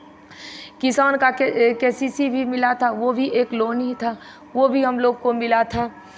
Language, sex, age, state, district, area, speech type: Hindi, female, 45-60, Bihar, Begusarai, rural, spontaneous